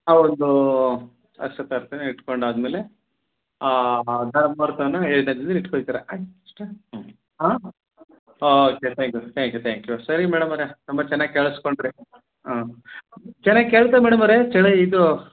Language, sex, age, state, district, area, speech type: Kannada, male, 30-45, Karnataka, Mandya, rural, conversation